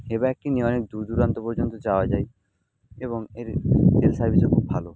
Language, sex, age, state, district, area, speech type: Bengali, male, 18-30, West Bengal, Jhargram, rural, spontaneous